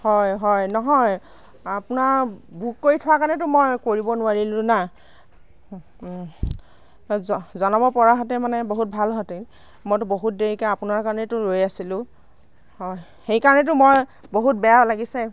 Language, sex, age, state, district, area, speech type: Assamese, female, 18-30, Assam, Darrang, rural, spontaneous